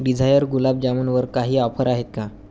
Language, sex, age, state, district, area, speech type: Marathi, male, 18-30, Maharashtra, Gadchiroli, rural, read